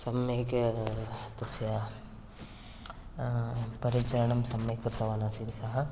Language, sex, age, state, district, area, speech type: Sanskrit, male, 30-45, Kerala, Kannur, rural, spontaneous